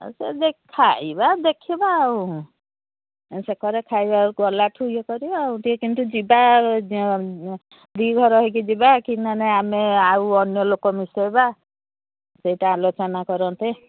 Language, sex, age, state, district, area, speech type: Odia, female, 60+, Odisha, Jharsuguda, rural, conversation